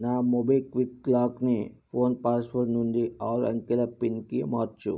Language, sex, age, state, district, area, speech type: Telugu, male, 60+, Andhra Pradesh, Vizianagaram, rural, read